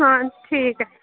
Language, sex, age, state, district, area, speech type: Dogri, female, 18-30, Jammu and Kashmir, Samba, rural, conversation